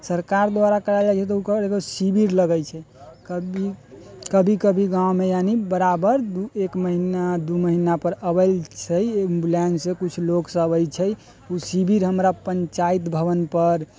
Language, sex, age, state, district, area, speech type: Maithili, male, 18-30, Bihar, Muzaffarpur, rural, spontaneous